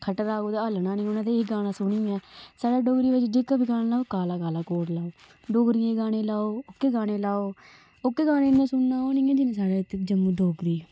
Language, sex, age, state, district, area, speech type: Dogri, female, 18-30, Jammu and Kashmir, Udhampur, rural, spontaneous